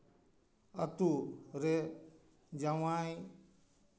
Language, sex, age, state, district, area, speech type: Santali, male, 60+, West Bengal, Paschim Bardhaman, urban, spontaneous